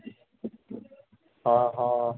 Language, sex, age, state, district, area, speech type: Odia, male, 45-60, Odisha, Sambalpur, rural, conversation